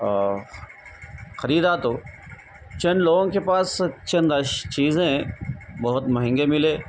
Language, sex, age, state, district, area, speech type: Urdu, male, 45-60, Telangana, Hyderabad, urban, spontaneous